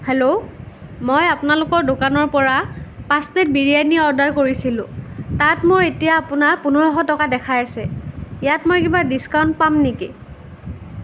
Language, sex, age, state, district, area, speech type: Assamese, female, 18-30, Assam, Nalbari, rural, spontaneous